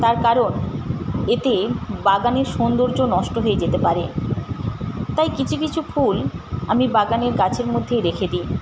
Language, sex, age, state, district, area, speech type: Bengali, female, 45-60, West Bengal, Paschim Medinipur, rural, spontaneous